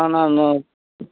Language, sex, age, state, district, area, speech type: Tamil, male, 60+, Tamil Nadu, Vellore, rural, conversation